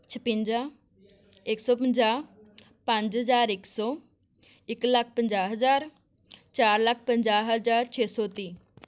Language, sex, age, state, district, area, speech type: Punjabi, female, 18-30, Punjab, Amritsar, urban, spontaneous